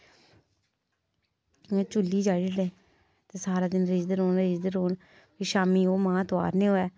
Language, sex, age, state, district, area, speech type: Dogri, female, 18-30, Jammu and Kashmir, Samba, rural, spontaneous